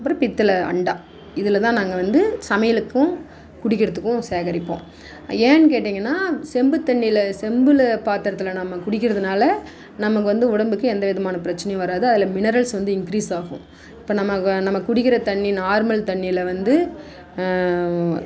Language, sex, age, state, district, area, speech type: Tamil, female, 60+, Tamil Nadu, Dharmapuri, rural, spontaneous